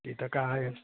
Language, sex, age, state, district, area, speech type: Marathi, male, 30-45, Maharashtra, Nagpur, rural, conversation